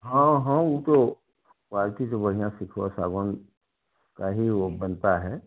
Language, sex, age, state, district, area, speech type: Hindi, male, 60+, Uttar Pradesh, Chandauli, rural, conversation